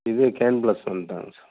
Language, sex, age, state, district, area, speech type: Tamil, male, 45-60, Tamil Nadu, Dharmapuri, rural, conversation